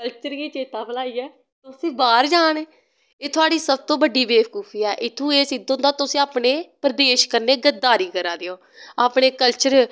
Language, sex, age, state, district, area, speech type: Dogri, female, 18-30, Jammu and Kashmir, Samba, rural, spontaneous